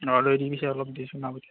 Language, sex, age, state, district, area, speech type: Assamese, male, 30-45, Assam, Darrang, rural, conversation